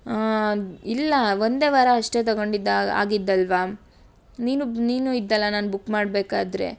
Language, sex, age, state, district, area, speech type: Kannada, female, 18-30, Karnataka, Tumkur, urban, spontaneous